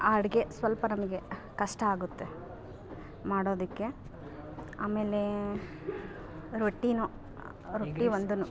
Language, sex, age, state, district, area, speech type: Kannada, female, 30-45, Karnataka, Vijayanagara, rural, spontaneous